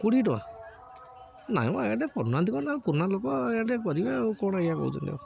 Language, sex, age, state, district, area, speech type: Odia, male, 30-45, Odisha, Jagatsinghpur, rural, spontaneous